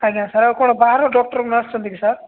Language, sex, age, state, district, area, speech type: Odia, male, 45-60, Odisha, Nabarangpur, rural, conversation